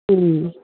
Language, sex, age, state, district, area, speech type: Nepali, female, 60+, West Bengal, Jalpaiguri, rural, conversation